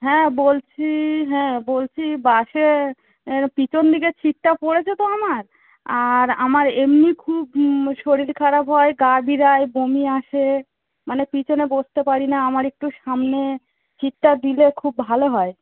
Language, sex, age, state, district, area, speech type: Bengali, female, 30-45, West Bengal, Darjeeling, urban, conversation